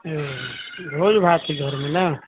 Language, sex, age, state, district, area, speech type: Maithili, male, 30-45, Bihar, Sitamarhi, rural, conversation